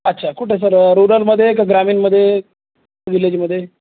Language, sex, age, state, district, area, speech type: Marathi, male, 30-45, Maharashtra, Jalna, urban, conversation